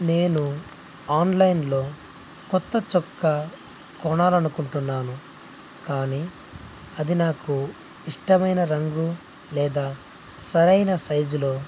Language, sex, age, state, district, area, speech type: Telugu, male, 18-30, Andhra Pradesh, Nandyal, urban, spontaneous